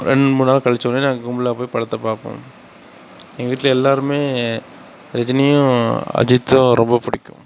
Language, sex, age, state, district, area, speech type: Tamil, male, 60+, Tamil Nadu, Mayiladuthurai, rural, spontaneous